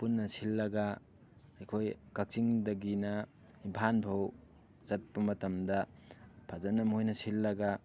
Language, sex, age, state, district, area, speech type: Manipuri, male, 18-30, Manipur, Thoubal, rural, spontaneous